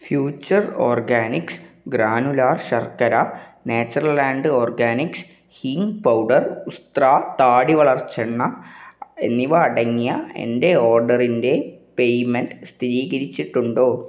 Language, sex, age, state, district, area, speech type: Malayalam, male, 18-30, Kerala, Kannur, rural, read